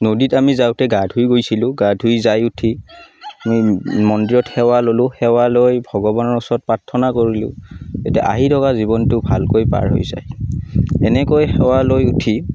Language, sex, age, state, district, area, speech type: Assamese, male, 18-30, Assam, Udalguri, urban, spontaneous